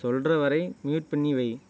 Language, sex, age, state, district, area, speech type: Tamil, male, 18-30, Tamil Nadu, Ariyalur, rural, read